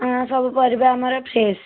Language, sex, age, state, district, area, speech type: Odia, female, 18-30, Odisha, Bhadrak, rural, conversation